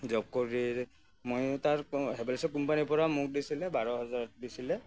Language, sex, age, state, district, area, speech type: Assamese, male, 30-45, Assam, Nagaon, rural, spontaneous